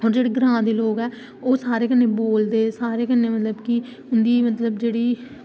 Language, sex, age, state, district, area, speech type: Dogri, female, 18-30, Jammu and Kashmir, Samba, rural, spontaneous